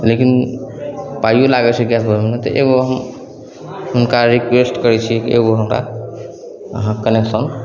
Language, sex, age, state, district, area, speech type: Maithili, male, 18-30, Bihar, Araria, rural, spontaneous